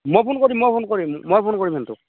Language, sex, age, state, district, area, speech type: Assamese, male, 30-45, Assam, Darrang, rural, conversation